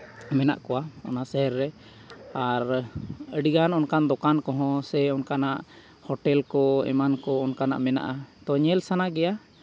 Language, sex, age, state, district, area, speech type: Santali, male, 30-45, Jharkhand, Seraikela Kharsawan, rural, spontaneous